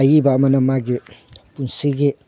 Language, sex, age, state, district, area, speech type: Manipuri, male, 30-45, Manipur, Thoubal, rural, spontaneous